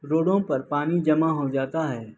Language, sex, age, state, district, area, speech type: Urdu, male, 45-60, Telangana, Hyderabad, urban, spontaneous